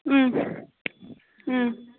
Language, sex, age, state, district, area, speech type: Tamil, female, 45-60, Tamil Nadu, Pudukkottai, rural, conversation